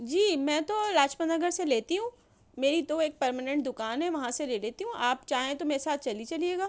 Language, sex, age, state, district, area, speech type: Urdu, female, 45-60, Delhi, New Delhi, urban, spontaneous